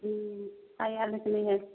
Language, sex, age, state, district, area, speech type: Hindi, female, 30-45, Uttar Pradesh, Prayagraj, rural, conversation